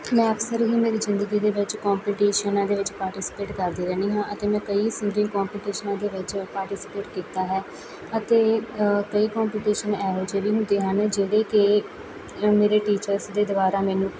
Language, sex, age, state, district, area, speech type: Punjabi, female, 18-30, Punjab, Muktsar, rural, spontaneous